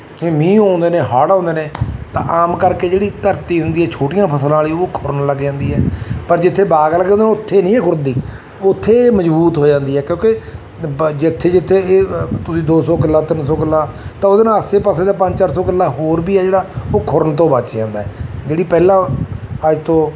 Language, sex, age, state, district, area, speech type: Punjabi, male, 45-60, Punjab, Mansa, urban, spontaneous